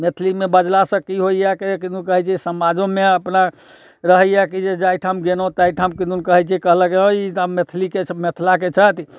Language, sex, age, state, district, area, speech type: Maithili, male, 60+, Bihar, Muzaffarpur, urban, spontaneous